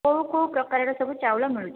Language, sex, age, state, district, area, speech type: Odia, female, 18-30, Odisha, Jajpur, rural, conversation